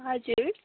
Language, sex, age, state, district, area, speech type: Nepali, female, 18-30, West Bengal, Kalimpong, rural, conversation